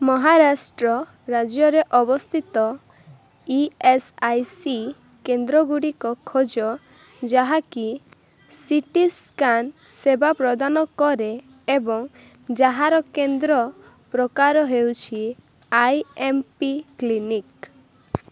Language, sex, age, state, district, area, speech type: Odia, female, 18-30, Odisha, Rayagada, rural, read